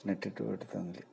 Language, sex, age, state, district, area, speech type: Malayalam, male, 60+, Kerala, Kasaragod, rural, spontaneous